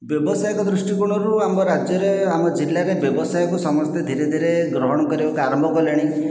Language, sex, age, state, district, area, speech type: Odia, male, 45-60, Odisha, Khordha, rural, spontaneous